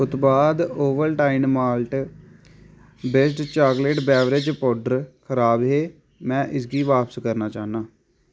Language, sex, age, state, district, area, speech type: Dogri, male, 18-30, Jammu and Kashmir, Samba, urban, read